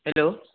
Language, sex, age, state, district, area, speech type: Assamese, male, 18-30, Assam, Sonitpur, rural, conversation